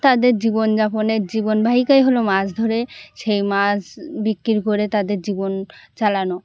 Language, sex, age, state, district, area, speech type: Bengali, female, 18-30, West Bengal, Birbhum, urban, spontaneous